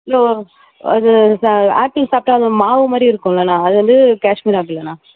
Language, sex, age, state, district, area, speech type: Tamil, female, 30-45, Tamil Nadu, Nagapattinam, rural, conversation